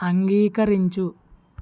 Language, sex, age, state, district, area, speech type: Telugu, male, 18-30, Andhra Pradesh, Konaseema, rural, read